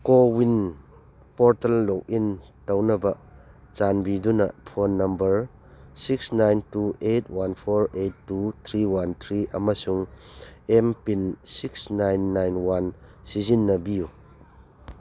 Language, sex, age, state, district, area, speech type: Manipuri, male, 60+, Manipur, Churachandpur, rural, read